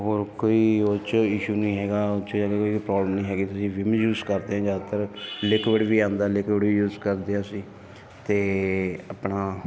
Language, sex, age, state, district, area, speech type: Punjabi, male, 30-45, Punjab, Ludhiana, urban, spontaneous